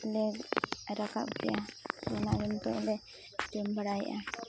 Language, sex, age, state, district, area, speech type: Santali, female, 18-30, Jharkhand, Seraikela Kharsawan, rural, spontaneous